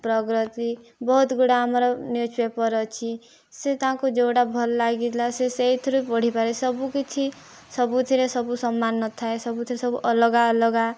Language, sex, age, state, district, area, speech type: Odia, female, 18-30, Odisha, Kandhamal, rural, spontaneous